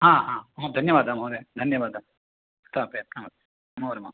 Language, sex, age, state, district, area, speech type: Sanskrit, male, 45-60, Karnataka, Uttara Kannada, urban, conversation